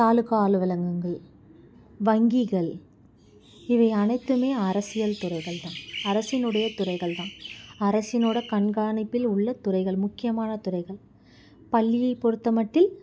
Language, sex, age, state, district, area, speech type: Tamil, female, 30-45, Tamil Nadu, Chengalpattu, urban, spontaneous